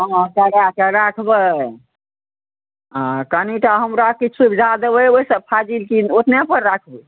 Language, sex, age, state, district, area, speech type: Maithili, female, 60+, Bihar, Araria, rural, conversation